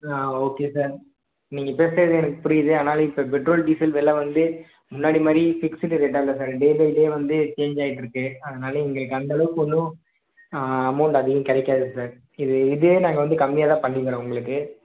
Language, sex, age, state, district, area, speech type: Tamil, male, 18-30, Tamil Nadu, Perambalur, rural, conversation